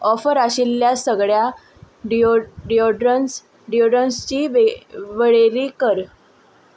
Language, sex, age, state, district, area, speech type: Goan Konkani, female, 18-30, Goa, Ponda, rural, read